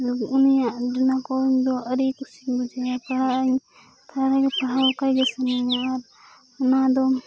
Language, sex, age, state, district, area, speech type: Santali, female, 18-30, Jharkhand, Seraikela Kharsawan, rural, spontaneous